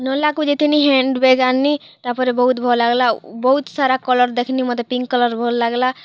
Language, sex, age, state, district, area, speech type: Odia, female, 18-30, Odisha, Kalahandi, rural, spontaneous